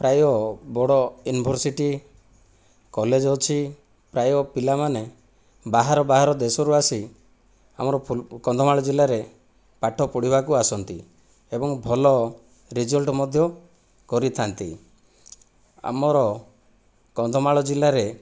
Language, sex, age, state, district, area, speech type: Odia, male, 30-45, Odisha, Kandhamal, rural, spontaneous